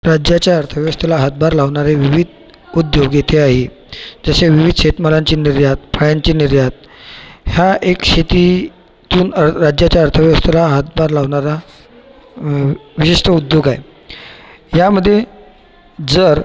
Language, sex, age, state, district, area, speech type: Marathi, male, 30-45, Maharashtra, Buldhana, urban, spontaneous